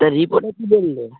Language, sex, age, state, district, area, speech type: Bengali, male, 18-30, West Bengal, Dakshin Dinajpur, urban, conversation